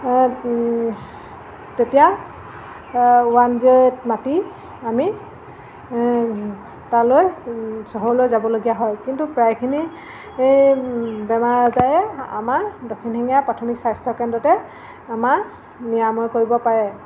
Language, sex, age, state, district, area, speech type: Assamese, female, 45-60, Assam, Golaghat, urban, spontaneous